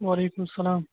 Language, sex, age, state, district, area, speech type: Kashmiri, male, 30-45, Jammu and Kashmir, Kupwara, urban, conversation